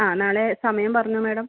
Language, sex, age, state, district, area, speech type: Malayalam, female, 30-45, Kerala, Malappuram, rural, conversation